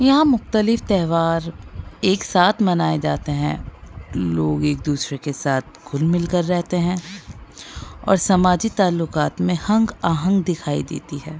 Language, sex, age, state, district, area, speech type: Urdu, female, 18-30, Delhi, North East Delhi, urban, spontaneous